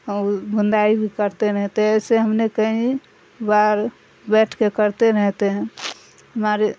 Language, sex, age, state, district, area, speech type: Urdu, female, 45-60, Bihar, Darbhanga, rural, spontaneous